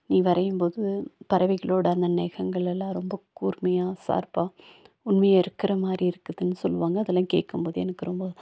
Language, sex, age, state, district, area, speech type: Tamil, female, 45-60, Tamil Nadu, Nilgiris, urban, spontaneous